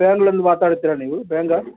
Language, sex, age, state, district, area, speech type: Kannada, male, 45-60, Karnataka, Ramanagara, rural, conversation